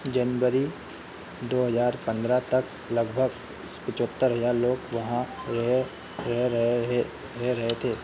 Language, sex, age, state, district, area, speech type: Hindi, male, 30-45, Madhya Pradesh, Harda, urban, read